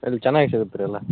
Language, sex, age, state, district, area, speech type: Kannada, male, 45-60, Karnataka, Raichur, rural, conversation